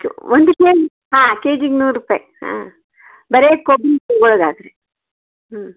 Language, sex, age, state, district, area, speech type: Kannada, male, 18-30, Karnataka, Shimoga, rural, conversation